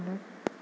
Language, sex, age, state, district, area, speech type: Bodo, male, 18-30, Assam, Kokrajhar, rural, spontaneous